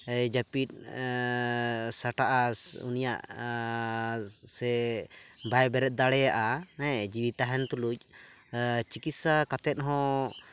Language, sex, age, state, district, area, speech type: Santali, male, 18-30, West Bengal, Purulia, rural, spontaneous